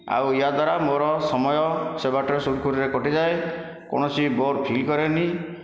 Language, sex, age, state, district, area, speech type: Odia, male, 60+, Odisha, Khordha, rural, spontaneous